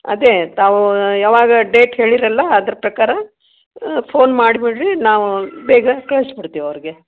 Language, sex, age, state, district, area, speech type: Kannada, female, 60+, Karnataka, Gadag, rural, conversation